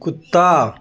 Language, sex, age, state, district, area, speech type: Hindi, male, 45-60, Uttar Pradesh, Azamgarh, rural, read